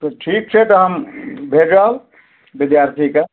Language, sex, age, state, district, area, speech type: Maithili, male, 45-60, Bihar, Araria, urban, conversation